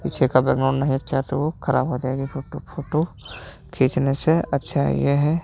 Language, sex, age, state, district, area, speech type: Hindi, male, 30-45, Uttar Pradesh, Hardoi, rural, spontaneous